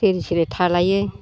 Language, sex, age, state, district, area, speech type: Bodo, female, 60+, Assam, Chirang, urban, spontaneous